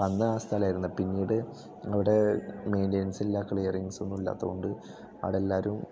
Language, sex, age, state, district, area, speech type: Malayalam, male, 18-30, Kerala, Thrissur, rural, spontaneous